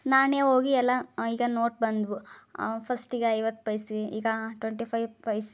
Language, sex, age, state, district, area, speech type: Kannada, female, 18-30, Karnataka, Davanagere, rural, spontaneous